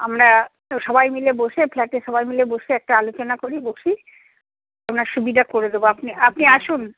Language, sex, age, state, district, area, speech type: Bengali, female, 60+, West Bengal, Birbhum, urban, conversation